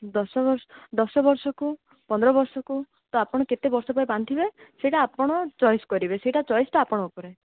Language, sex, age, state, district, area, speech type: Odia, female, 18-30, Odisha, Malkangiri, urban, conversation